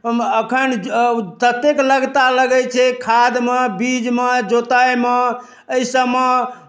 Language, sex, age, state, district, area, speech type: Maithili, male, 60+, Bihar, Darbhanga, rural, spontaneous